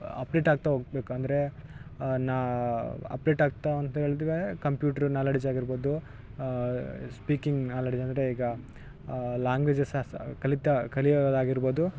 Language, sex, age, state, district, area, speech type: Kannada, male, 18-30, Karnataka, Vijayanagara, rural, spontaneous